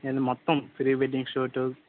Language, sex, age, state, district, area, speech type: Telugu, male, 18-30, Andhra Pradesh, Eluru, urban, conversation